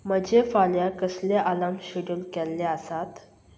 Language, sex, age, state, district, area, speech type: Goan Konkani, female, 18-30, Goa, Salcete, rural, read